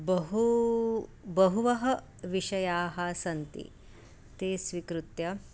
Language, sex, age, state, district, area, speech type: Sanskrit, female, 45-60, Maharashtra, Nagpur, urban, spontaneous